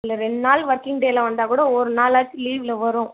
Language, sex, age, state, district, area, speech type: Tamil, female, 18-30, Tamil Nadu, Vellore, urban, conversation